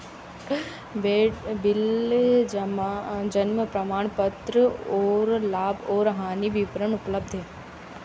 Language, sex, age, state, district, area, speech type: Hindi, female, 18-30, Madhya Pradesh, Harda, urban, read